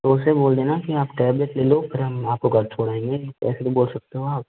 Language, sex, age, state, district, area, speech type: Hindi, male, 18-30, Rajasthan, Karauli, rural, conversation